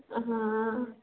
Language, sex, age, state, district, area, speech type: Malayalam, female, 30-45, Kerala, Idukki, rural, conversation